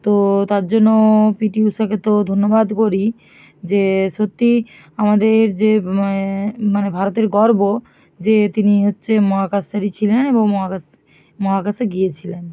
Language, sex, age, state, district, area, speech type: Bengali, female, 45-60, West Bengal, Bankura, urban, spontaneous